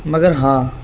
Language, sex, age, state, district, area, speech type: Urdu, male, 18-30, Bihar, Gaya, urban, spontaneous